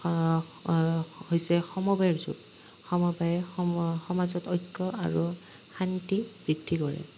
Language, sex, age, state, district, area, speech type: Assamese, male, 18-30, Assam, Nalbari, rural, spontaneous